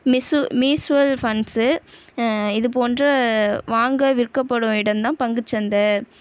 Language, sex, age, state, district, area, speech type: Tamil, female, 30-45, Tamil Nadu, Tiruvarur, rural, spontaneous